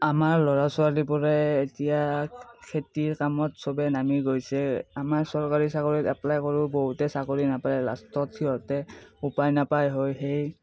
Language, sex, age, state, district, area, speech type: Assamese, male, 30-45, Assam, Darrang, rural, spontaneous